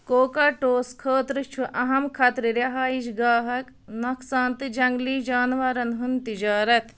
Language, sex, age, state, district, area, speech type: Kashmiri, female, 30-45, Jammu and Kashmir, Ganderbal, rural, read